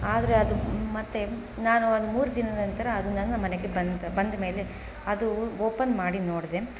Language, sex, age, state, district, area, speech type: Kannada, female, 30-45, Karnataka, Bangalore Rural, rural, spontaneous